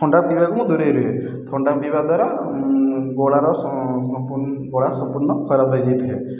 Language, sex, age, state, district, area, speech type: Odia, male, 18-30, Odisha, Khordha, rural, spontaneous